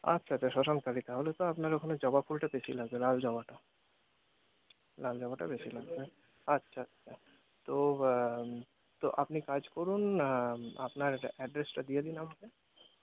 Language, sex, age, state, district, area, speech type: Bengali, male, 60+, West Bengal, Paschim Bardhaman, urban, conversation